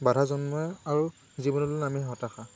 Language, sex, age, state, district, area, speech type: Assamese, male, 18-30, Assam, Lakhimpur, rural, spontaneous